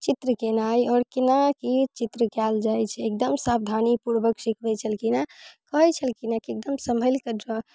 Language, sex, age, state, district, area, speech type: Maithili, female, 18-30, Bihar, Muzaffarpur, rural, spontaneous